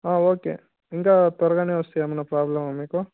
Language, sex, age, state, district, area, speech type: Telugu, male, 18-30, Andhra Pradesh, Annamaya, rural, conversation